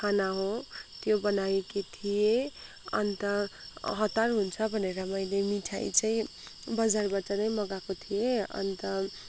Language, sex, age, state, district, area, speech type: Nepali, female, 45-60, West Bengal, Kalimpong, rural, spontaneous